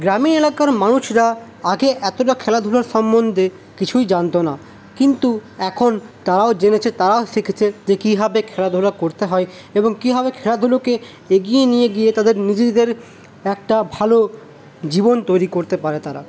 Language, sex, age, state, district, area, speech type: Bengali, male, 18-30, West Bengal, Paschim Bardhaman, rural, spontaneous